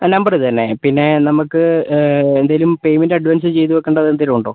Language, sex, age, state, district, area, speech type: Malayalam, male, 30-45, Kerala, Wayanad, rural, conversation